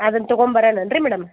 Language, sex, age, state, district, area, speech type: Kannada, female, 45-60, Karnataka, Gadag, rural, conversation